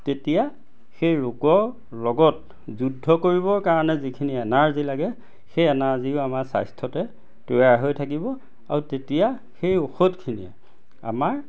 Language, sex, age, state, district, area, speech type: Assamese, male, 45-60, Assam, Majuli, urban, spontaneous